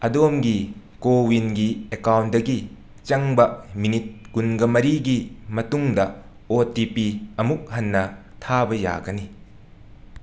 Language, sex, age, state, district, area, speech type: Manipuri, male, 45-60, Manipur, Imphal West, urban, read